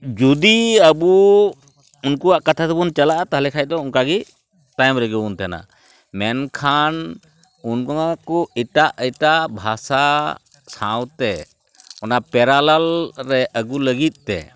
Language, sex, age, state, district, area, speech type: Santali, male, 45-60, West Bengal, Purulia, rural, spontaneous